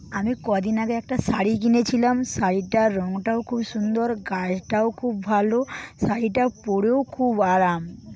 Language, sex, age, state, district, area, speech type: Bengali, female, 45-60, West Bengal, Paschim Medinipur, rural, spontaneous